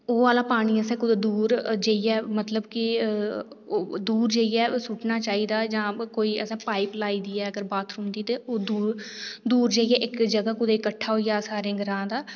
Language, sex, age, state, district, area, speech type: Dogri, female, 18-30, Jammu and Kashmir, Reasi, rural, spontaneous